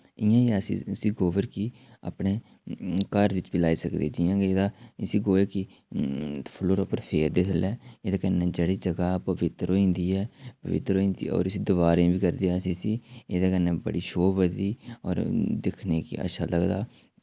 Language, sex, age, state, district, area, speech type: Dogri, male, 30-45, Jammu and Kashmir, Udhampur, rural, spontaneous